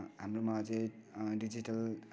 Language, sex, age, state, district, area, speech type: Nepali, male, 18-30, West Bengal, Kalimpong, rural, spontaneous